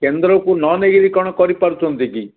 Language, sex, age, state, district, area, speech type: Odia, male, 60+, Odisha, Ganjam, urban, conversation